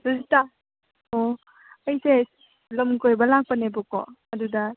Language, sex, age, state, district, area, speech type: Manipuri, female, 18-30, Manipur, Senapati, rural, conversation